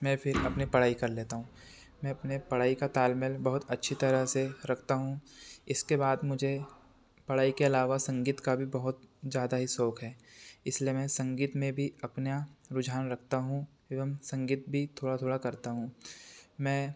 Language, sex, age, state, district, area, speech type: Hindi, male, 30-45, Madhya Pradesh, Betul, urban, spontaneous